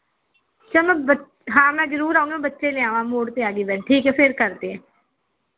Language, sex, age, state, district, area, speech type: Punjabi, female, 18-30, Punjab, Faridkot, urban, conversation